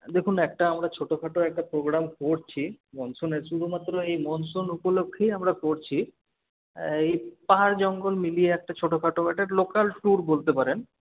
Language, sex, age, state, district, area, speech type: Bengali, male, 45-60, West Bengal, Paschim Bardhaman, urban, conversation